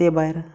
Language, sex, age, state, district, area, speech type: Goan Konkani, male, 30-45, Goa, Canacona, rural, spontaneous